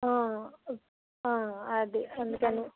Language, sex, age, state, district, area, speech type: Telugu, female, 30-45, Andhra Pradesh, Vizianagaram, urban, conversation